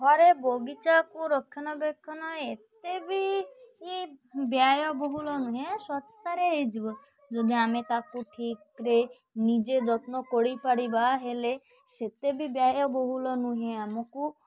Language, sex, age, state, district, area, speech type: Odia, female, 30-45, Odisha, Malkangiri, urban, spontaneous